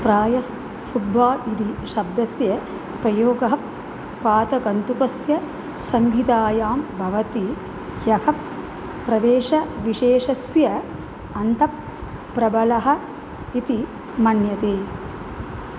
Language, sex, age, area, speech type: Sanskrit, female, 45-60, urban, read